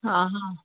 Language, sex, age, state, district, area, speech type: Sindhi, female, 30-45, Maharashtra, Thane, urban, conversation